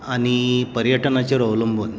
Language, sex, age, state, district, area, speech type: Goan Konkani, male, 45-60, Goa, Tiswadi, rural, spontaneous